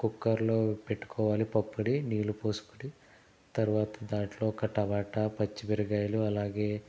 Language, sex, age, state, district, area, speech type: Telugu, male, 30-45, Andhra Pradesh, Konaseema, rural, spontaneous